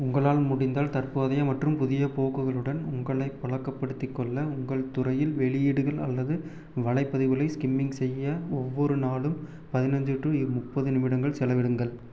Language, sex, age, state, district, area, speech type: Tamil, male, 18-30, Tamil Nadu, Erode, rural, read